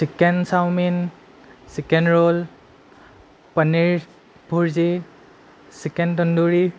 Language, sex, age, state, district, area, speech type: Assamese, male, 18-30, Assam, Golaghat, rural, spontaneous